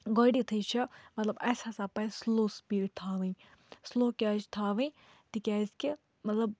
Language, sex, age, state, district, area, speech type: Kashmiri, female, 18-30, Jammu and Kashmir, Baramulla, urban, spontaneous